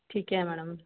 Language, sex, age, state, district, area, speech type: Punjabi, female, 30-45, Punjab, Rupnagar, urban, conversation